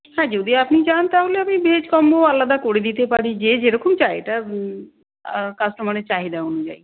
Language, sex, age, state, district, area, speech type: Bengali, female, 30-45, West Bengal, Darjeeling, urban, conversation